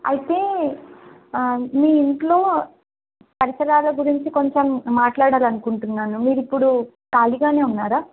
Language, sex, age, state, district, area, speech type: Telugu, female, 18-30, Telangana, Narayanpet, urban, conversation